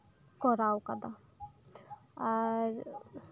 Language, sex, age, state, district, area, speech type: Santali, female, 18-30, West Bengal, Birbhum, rural, spontaneous